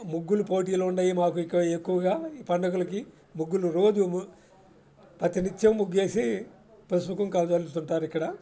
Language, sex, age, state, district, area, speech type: Telugu, male, 60+, Andhra Pradesh, Guntur, urban, spontaneous